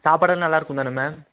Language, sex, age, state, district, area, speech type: Tamil, male, 18-30, Tamil Nadu, Nilgiris, urban, conversation